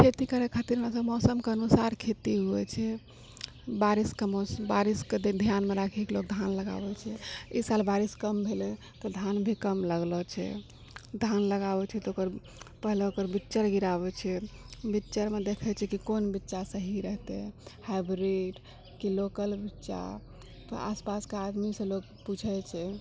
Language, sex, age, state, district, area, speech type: Maithili, female, 18-30, Bihar, Purnia, rural, spontaneous